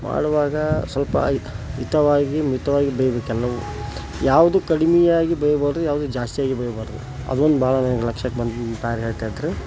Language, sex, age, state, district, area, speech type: Kannada, male, 30-45, Karnataka, Koppal, rural, spontaneous